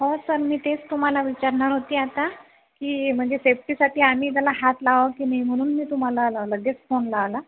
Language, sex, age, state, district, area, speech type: Marathi, female, 30-45, Maharashtra, Akola, urban, conversation